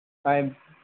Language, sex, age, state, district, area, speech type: Manipuri, male, 18-30, Manipur, Senapati, rural, conversation